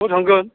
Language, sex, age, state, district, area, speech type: Bodo, male, 60+, Assam, Chirang, rural, conversation